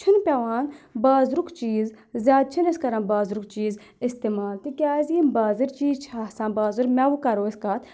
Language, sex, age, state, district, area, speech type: Kashmiri, male, 45-60, Jammu and Kashmir, Budgam, rural, spontaneous